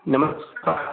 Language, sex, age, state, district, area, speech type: Gujarati, male, 30-45, Gujarat, Kheda, urban, conversation